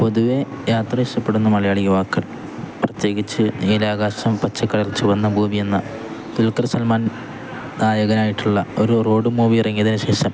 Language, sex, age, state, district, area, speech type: Malayalam, male, 18-30, Kerala, Kozhikode, rural, spontaneous